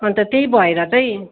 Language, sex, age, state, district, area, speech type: Nepali, female, 30-45, West Bengal, Kalimpong, rural, conversation